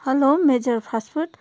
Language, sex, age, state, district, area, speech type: Nepali, female, 30-45, West Bengal, Darjeeling, rural, spontaneous